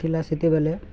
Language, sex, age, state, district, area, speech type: Odia, male, 18-30, Odisha, Balangir, urban, spontaneous